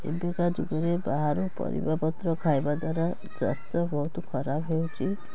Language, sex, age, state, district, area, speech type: Odia, female, 45-60, Odisha, Cuttack, urban, spontaneous